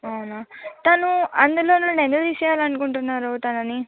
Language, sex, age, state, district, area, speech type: Telugu, female, 45-60, Andhra Pradesh, Visakhapatnam, urban, conversation